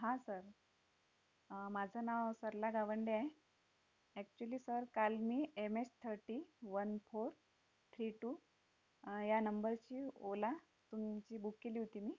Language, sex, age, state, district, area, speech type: Marathi, female, 30-45, Maharashtra, Akola, urban, spontaneous